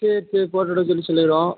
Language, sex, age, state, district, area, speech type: Tamil, male, 30-45, Tamil Nadu, Ariyalur, rural, conversation